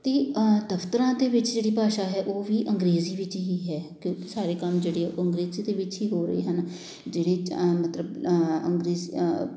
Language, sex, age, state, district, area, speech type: Punjabi, female, 30-45, Punjab, Amritsar, urban, spontaneous